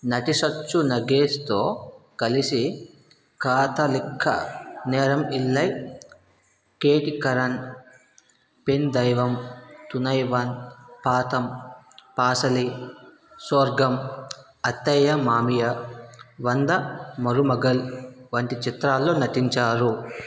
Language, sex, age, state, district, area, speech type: Telugu, male, 60+, Andhra Pradesh, Vizianagaram, rural, read